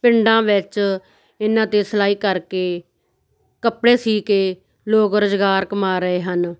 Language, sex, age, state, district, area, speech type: Punjabi, female, 45-60, Punjab, Moga, rural, spontaneous